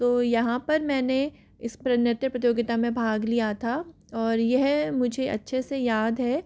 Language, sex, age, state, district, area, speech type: Hindi, female, 30-45, Rajasthan, Jodhpur, urban, spontaneous